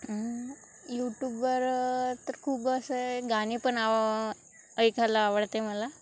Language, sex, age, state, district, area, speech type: Marathi, female, 18-30, Maharashtra, Wardha, rural, spontaneous